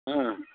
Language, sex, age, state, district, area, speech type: Kannada, male, 60+, Karnataka, Kodagu, rural, conversation